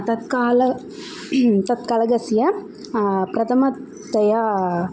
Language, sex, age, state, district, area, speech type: Sanskrit, female, 18-30, Tamil Nadu, Thanjavur, rural, spontaneous